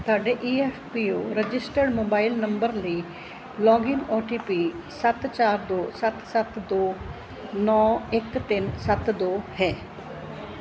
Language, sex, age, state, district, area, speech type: Punjabi, female, 45-60, Punjab, Fazilka, rural, read